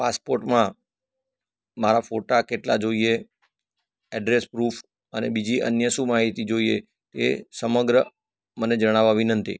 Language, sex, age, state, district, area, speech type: Gujarati, male, 45-60, Gujarat, Surat, rural, spontaneous